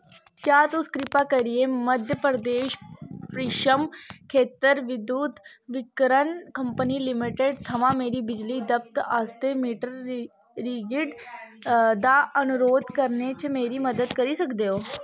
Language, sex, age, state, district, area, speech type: Dogri, female, 18-30, Jammu and Kashmir, Kathua, rural, read